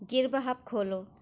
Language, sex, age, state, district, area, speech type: Urdu, female, 30-45, Uttar Pradesh, Shahjahanpur, urban, read